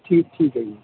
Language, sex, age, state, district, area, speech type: Punjabi, male, 45-60, Punjab, Barnala, rural, conversation